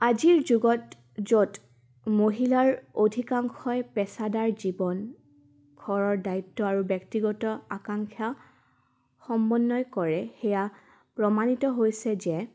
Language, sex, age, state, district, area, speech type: Assamese, female, 18-30, Assam, Udalguri, rural, spontaneous